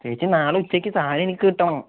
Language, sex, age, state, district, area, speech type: Malayalam, male, 18-30, Kerala, Wayanad, rural, conversation